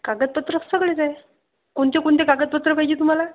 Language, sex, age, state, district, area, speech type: Marathi, female, 30-45, Maharashtra, Akola, urban, conversation